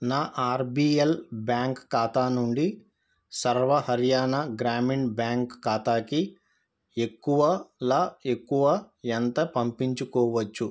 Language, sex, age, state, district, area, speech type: Telugu, male, 30-45, Andhra Pradesh, East Godavari, rural, read